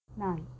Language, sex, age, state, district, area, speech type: Tamil, female, 18-30, Tamil Nadu, Namakkal, rural, read